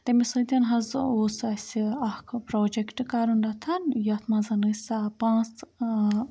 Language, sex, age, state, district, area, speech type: Kashmiri, female, 18-30, Jammu and Kashmir, Budgam, rural, spontaneous